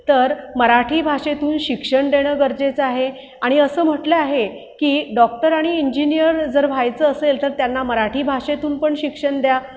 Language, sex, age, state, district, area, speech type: Marathi, female, 45-60, Maharashtra, Buldhana, urban, spontaneous